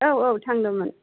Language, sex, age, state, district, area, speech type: Bodo, female, 30-45, Assam, Udalguri, urban, conversation